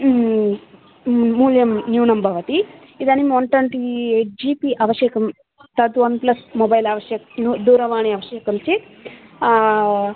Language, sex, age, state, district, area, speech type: Sanskrit, female, 18-30, Tamil Nadu, Thanjavur, rural, conversation